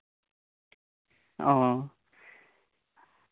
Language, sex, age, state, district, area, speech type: Santali, male, 18-30, West Bengal, Birbhum, rural, conversation